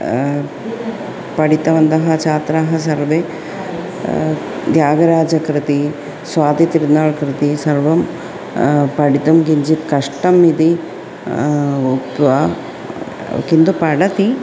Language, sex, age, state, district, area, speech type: Sanskrit, female, 45-60, Kerala, Thiruvananthapuram, urban, spontaneous